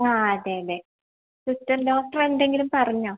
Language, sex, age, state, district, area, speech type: Malayalam, female, 45-60, Kerala, Ernakulam, rural, conversation